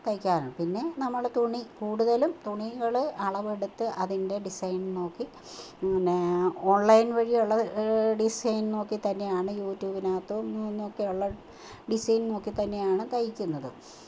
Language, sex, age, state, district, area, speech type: Malayalam, female, 45-60, Kerala, Kottayam, rural, spontaneous